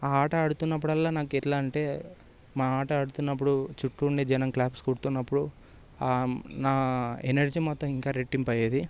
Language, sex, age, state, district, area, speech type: Telugu, male, 18-30, Telangana, Sangareddy, urban, spontaneous